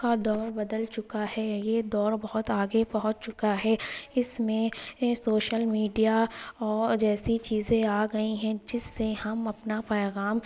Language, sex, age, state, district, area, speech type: Urdu, female, 30-45, Uttar Pradesh, Lucknow, rural, spontaneous